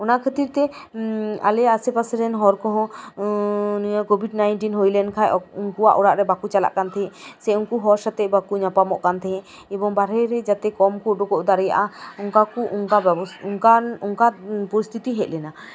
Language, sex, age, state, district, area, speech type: Santali, female, 30-45, West Bengal, Birbhum, rural, spontaneous